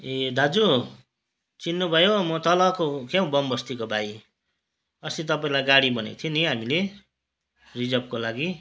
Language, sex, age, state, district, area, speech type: Nepali, male, 45-60, West Bengal, Kalimpong, rural, spontaneous